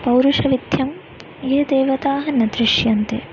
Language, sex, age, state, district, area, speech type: Sanskrit, female, 18-30, Telangana, Hyderabad, urban, spontaneous